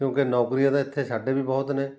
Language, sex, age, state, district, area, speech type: Punjabi, male, 45-60, Punjab, Fatehgarh Sahib, rural, spontaneous